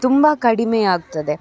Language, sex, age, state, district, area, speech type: Kannada, female, 30-45, Karnataka, Dakshina Kannada, urban, spontaneous